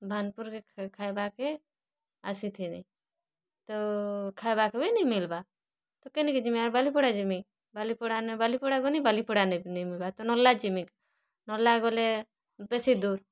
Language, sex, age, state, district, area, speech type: Odia, female, 30-45, Odisha, Kalahandi, rural, spontaneous